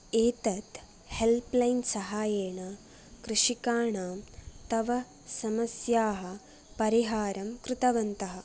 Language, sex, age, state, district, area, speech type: Sanskrit, female, 18-30, Karnataka, Dakshina Kannada, rural, spontaneous